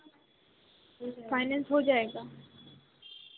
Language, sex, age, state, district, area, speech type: Hindi, female, 18-30, Madhya Pradesh, Chhindwara, urban, conversation